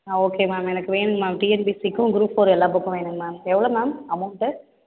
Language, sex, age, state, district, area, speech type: Tamil, female, 30-45, Tamil Nadu, Perambalur, rural, conversation